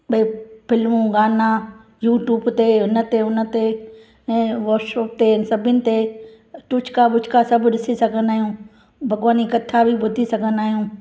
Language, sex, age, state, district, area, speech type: Sindhi, female, 60+, Gujarat, Kutch, rural, spontaneous